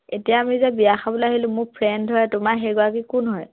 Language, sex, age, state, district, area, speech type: Assamese, female, 18-30, Assam, Lakhimpur, rural, conversation